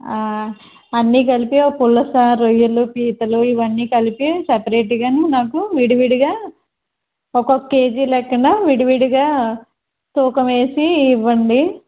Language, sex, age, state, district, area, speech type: Telugu, female, 45-60, Andhra Pradesh, Konaseema, rural, conversation